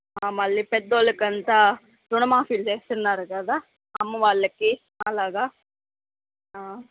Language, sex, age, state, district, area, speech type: Telugu, female, 18-30, Andhra Pradesh, Sri Balaji, rural, conversation